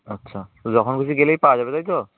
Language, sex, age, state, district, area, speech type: Bengali, male, 18-30, West Bengal, South 24 Parganas, rural, conversation